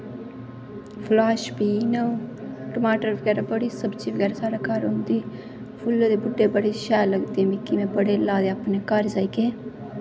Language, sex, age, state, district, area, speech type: Dogri, female, 18-30, Jammu and Kashmir, Kathua, rural, spontaneous